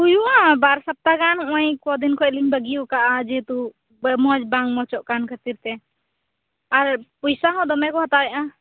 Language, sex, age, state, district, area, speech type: Santali, female, 18-30, West Bengal, Purba Bardhaman, rural, conversation